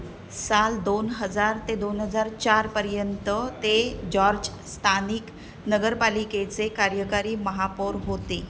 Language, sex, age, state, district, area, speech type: Marathi, female, 45-60, Maharashtra, Ratnagiri, urban, read